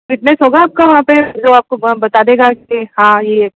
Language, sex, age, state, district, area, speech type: Hindi, female, 18-30, Rajasthan, Jodhpur, urban, conversation